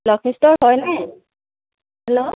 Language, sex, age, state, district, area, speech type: Assamese, female, 45-60, Assam, Jorhat, urban, conversation